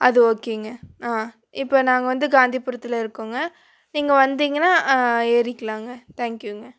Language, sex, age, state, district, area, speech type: Tamil, female, 18-30, Tamil Nadu, Coimbatore, urban, spontaneous